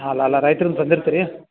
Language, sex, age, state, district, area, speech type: Kannada, male, 60+, Karnataka, Dharwad, rural, conversation